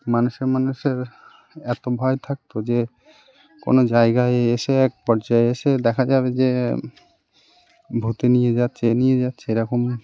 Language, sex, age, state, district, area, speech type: Bengali, male, 18-30, West Bengal, Birbhum, urban, spontaneous